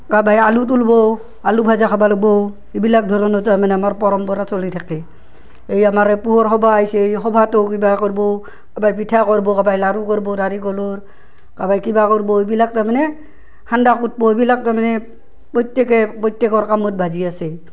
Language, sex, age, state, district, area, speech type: Assamese, female, 30-45, Assam, Barpeta, rural, spontaneous